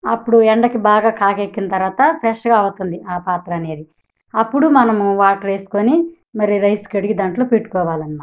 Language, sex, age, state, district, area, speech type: Telugu, female, 30-45, Andhra Pradesh, Kadapa, urban, spontaneous